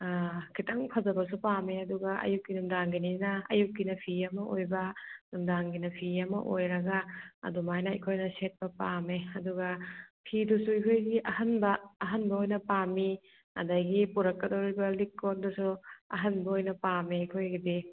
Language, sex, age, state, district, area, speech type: Manipuri, female, 45-60, Manipur, Churachandpur, rural, conversation